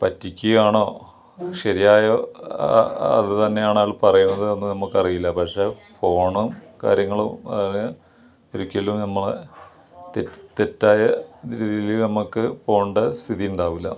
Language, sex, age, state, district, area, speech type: Malayalam, male, 30-45, Kerala, Malappuram, rural, spontaneous